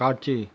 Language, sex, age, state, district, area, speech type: Tamil, male, 18-30, Tamil Nadu, Ariyalur, rural, read